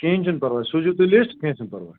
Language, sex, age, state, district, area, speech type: Kashmiri, male, 30-45, Jammu and Kashmir, Srinagar, rural, conversation